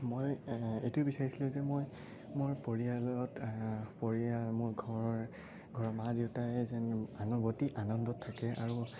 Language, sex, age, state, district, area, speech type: Assamese, male, 30-45, Assam, Sonitpur, urban, spontaneous